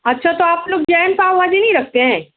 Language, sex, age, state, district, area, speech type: Urdu, female, 30-45, Maharashtra, Nashik, urban, conversation